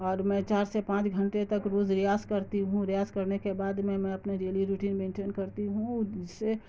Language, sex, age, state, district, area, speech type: Urdu, female, 30-45, Bihar, Darbhanga, rural, spontaneous